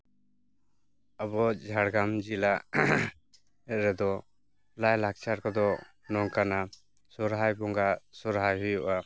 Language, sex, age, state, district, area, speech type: Santali, male, 30-45, West Bengal, Jhargram, rural, spontaneous